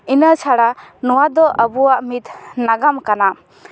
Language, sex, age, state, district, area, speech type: Santali, female, 18-30, West Bengal, Paschim Bardhaman, rural, spontaneous